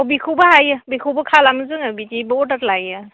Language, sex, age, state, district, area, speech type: Bodo, female, 18-30, Assam, Udalguri, urban, conversation